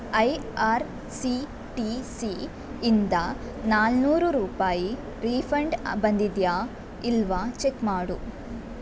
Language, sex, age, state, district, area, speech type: Kannada, female, 18-30, Karnataka, Udupi, rural, read